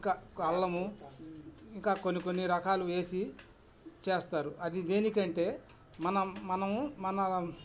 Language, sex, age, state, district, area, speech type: Telugu, male, 60+, Andhra Pradesh, Bapatla, urban, spontaneous